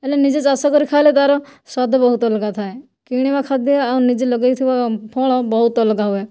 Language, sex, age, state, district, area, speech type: Odia, female, 18-30, Odisha, Kandhamal, rural, spontaneous